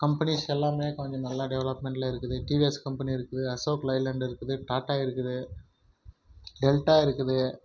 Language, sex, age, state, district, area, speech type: Tamil, male, 30-45, Tamil Nadu, Krishnagiri, rural, spontaneous